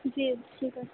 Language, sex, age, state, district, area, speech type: Urdu, female, 18-30, Telangana, Hyderabad, rural, conversation